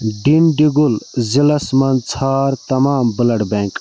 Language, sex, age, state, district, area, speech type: Kashmiri, male, 30-45, Jammu and Kashmir, Budgam, rural, read